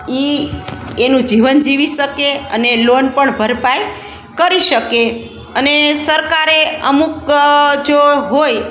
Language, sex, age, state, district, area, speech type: Gujarati, female, 45-60, Gujarat, Rajkot, rural, spontaneous